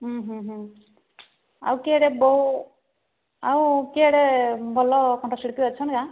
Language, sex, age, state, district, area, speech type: Odia, female, 30-45, Odisha, Sambalpur, rural, conversation